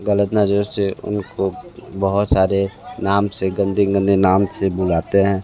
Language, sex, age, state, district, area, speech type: Hindi, male, 30-45, Uttar Pradesh, Sonbhadra, rural, spontaneous